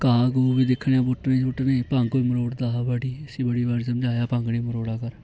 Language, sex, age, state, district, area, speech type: Dogri, male, 18-30, Jammu and Kashmir, Reasi, rural, spontaneous